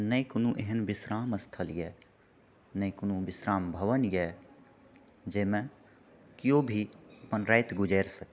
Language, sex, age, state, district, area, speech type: Maithili, male, 30-45, Bihar, Purnia, rural, spontaneous